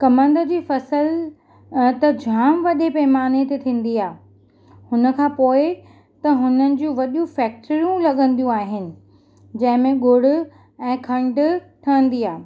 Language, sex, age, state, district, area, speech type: Sindhi, female, 30-45, Maharashtra, Mumbai Suburban, urban, spontaneous